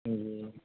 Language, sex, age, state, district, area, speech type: Urdu, male, 30-45, Bihar, Supaul, rural, conversation